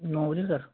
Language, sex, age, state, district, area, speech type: Punjabi, male, 30-45, Punjab, Fazilka, rural, conversation